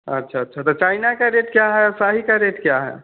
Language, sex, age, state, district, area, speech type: Hindi, male, 18-30, Bihar, Vaishali, urban, conversation